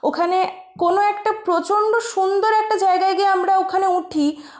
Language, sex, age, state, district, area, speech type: Bengali, female, 18-30, West Bengal, Purulia, urban, spontaneous